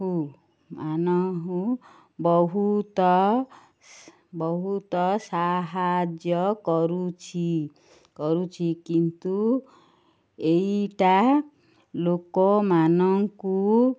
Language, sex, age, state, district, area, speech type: Odia, female, 30-45, Odisha, Ganjam, urban, spontaneous